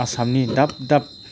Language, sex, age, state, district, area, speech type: Bodo, male, 30-45, Assam, Chirang, rural, spontaneous